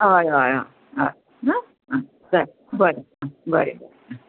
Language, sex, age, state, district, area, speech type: Goan Konkani, female, 45-60, Goa, Murmgao, urban, conversation